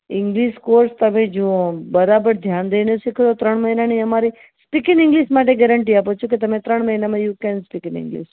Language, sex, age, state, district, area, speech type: Gujarati, female, 30-45, Gujarat, Rajkot, urban, conversation